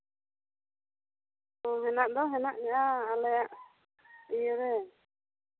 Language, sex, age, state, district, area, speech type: Santali, female, 30-45, West Bengal, Bankura, rural, conversation